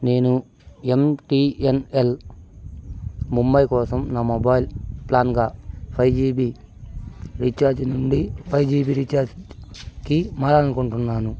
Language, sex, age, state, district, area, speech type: Telugu, male, 30-45, Andhra Pradesh, Bapatla, rural, read